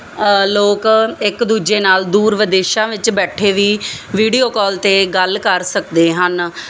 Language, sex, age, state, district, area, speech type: Punjabi, female, 30-45, Punjab, Muktsar, urban, spontaneous